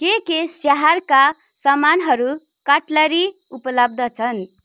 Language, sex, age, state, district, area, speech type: Nepali, female, 18-30, West Bengal, Darjeeling, rural, read